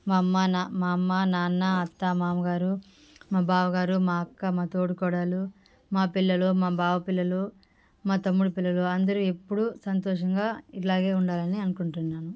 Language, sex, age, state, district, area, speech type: Telugu, female, 30-45, Andhra Pradesh, Sri Balaji, rural, spontaneous